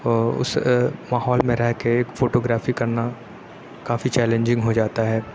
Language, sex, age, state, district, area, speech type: Urdu, male, 18-30, Uttar Pradesh, Aligarh, urban, spontaneous